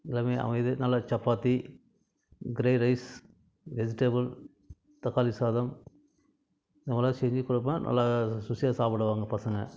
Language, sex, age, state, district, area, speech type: Tamil, male, 30-45, Tamil Nadu, Krishnagiri, rural, spontaneous